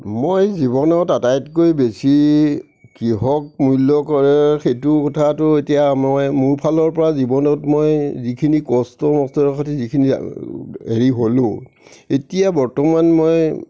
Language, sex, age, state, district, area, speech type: Assamese, male, 60+, Assam, Nagaon, rural, spontaneous